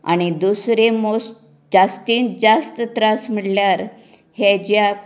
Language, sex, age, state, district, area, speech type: Goan Konkani, female, 60+, Goa, Canacona, rural, spontaneous